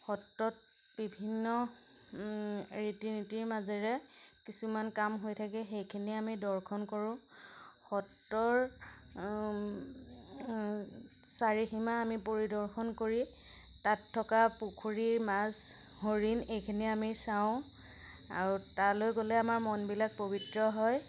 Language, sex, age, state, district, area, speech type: Assamese, female, 30-45, Assam, Majuli, urban, spontaneous